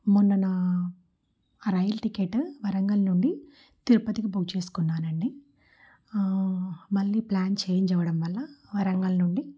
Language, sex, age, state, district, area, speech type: Telugu, female, 30-45, Telangana, Warangal, urban, spontaneous